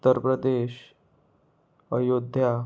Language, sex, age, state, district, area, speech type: Goan Konkani, male, 18-30, Goa, Salcete, urban, spontaneous